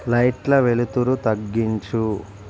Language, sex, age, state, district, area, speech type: Telugu, male, 45-60, Andhra Pradesh, Visakhapatnam, urban, read